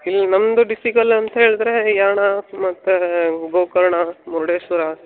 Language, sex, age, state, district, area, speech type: Kannada, male, 18-30, Karnataka, Uttara Kannada, rural, conversation